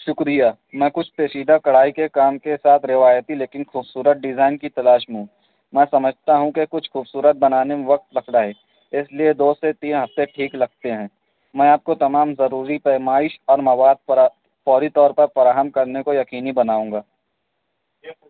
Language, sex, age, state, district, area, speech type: Urdu, male, 18-30, Maharashtra, Nashik, urban, conversation